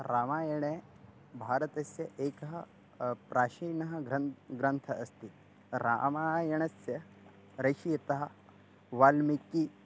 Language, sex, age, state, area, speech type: Sanskrit, male, 18-30, Maharashtra, rural, spontaneous